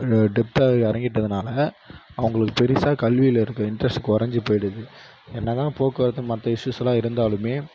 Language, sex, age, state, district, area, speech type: Tamil, male, 18-30, Tamil Nadu, Kallakurichi, rural, spontaneous